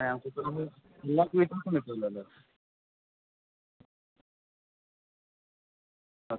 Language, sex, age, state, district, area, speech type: Malayalam, male, 45-60, Kerala, Palakkad, rural, conversation